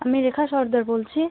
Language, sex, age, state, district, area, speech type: Bengali, female, 18-30, West Bengal, South 24 Parganas, rural, conversation